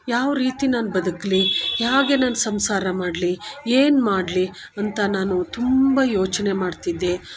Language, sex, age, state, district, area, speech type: Kannada, female, 45-60, Karnataka, Bangalore Urban, urban, spontaneous